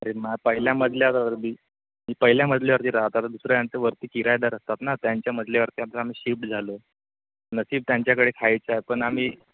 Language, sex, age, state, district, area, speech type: Marathi, male, 18-30, Maharashtra, Ratnagiri, rural, conversation